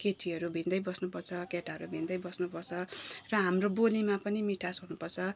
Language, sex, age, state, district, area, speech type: Nepali, female, 30-45, West Bengal, Jalpaiguri, urban, spontaneous